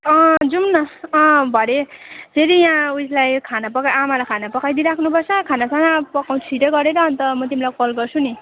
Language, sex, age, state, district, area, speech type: Nepali, female, 18-30, West Bengal, Darjeeling, rural, conversation